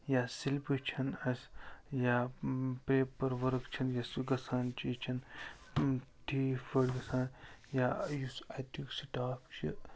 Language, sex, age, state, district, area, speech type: Kashmiri, male, 30-45, Jammu and Kashmir, Ganderbal, rural, spontaneous